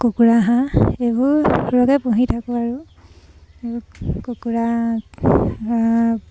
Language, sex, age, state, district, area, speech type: Assamese, female, 30-45, Assam, Sivasagar, rural, spontaneous